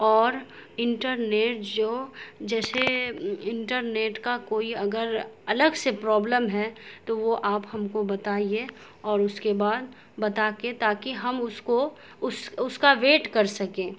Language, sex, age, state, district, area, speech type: Urdu, female, 18-30, Bihar, Saharsa, urban, spontaneous